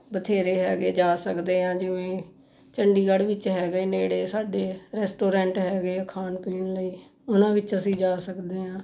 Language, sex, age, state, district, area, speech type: Punjabi, female, 45-60, Punjab, Mohali, urban, spontaneous